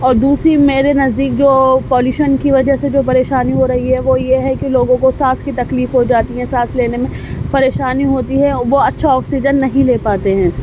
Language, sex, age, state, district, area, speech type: Urdu, female, 18-30, Delhi, Central Delhi, urban, spontaneous